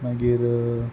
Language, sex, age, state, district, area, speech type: Goan Konkani, male, 18-30, Goa, Quepem, rural, spontaneous